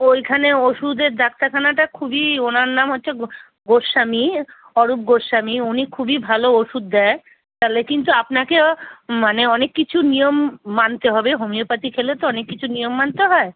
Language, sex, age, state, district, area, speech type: Bengali, female, 45-60, West Bengal, South 24 Parganas, rural, conversation